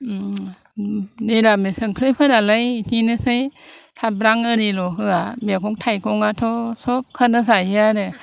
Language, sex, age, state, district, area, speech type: Bodo, female, 60+, Assam, Chirang, rural, spontaneous